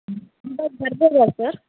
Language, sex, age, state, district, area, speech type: Kannada, female, 18-30, Karnataka, Davanagere, rural, conversation